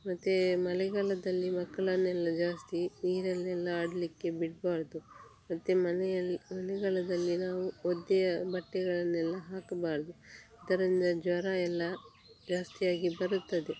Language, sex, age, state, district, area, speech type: Kannada, female, 30-45, Karnataka, Dakshina Kannada, rural, spontaneous